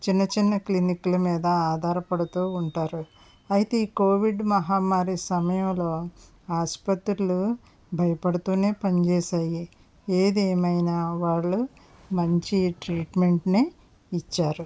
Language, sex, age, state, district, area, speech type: Telugu, female, 45-60, Andhra Pradesh, West Godavari, rural, spontaneous